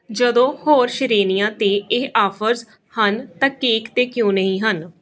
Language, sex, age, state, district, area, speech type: Punjabi, female, 18-30, Punjab, Gurdaspur, rural, read